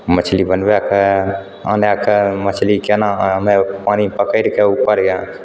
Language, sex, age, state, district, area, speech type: Maithili, male, 30-45, Bihar, Begusarai, rural, spontaneous